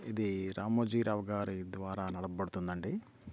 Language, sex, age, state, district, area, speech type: Telugu, male, 45-60, Andhra Pradesh, Bapatla, rural, spontaneous